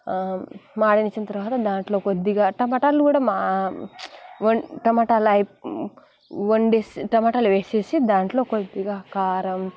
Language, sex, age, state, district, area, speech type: Telugu, female, 18-30, Telangana, Nalgonda, rural, spontaneous